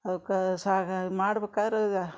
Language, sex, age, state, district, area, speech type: Kannada, female, 60+, Karnataka, Gadag, urban, spontaneous